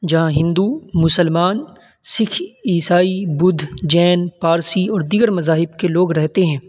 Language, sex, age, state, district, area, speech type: Urdu, male, 18-30, Uttar Pradesh, Saharanpur, urban, spontaneous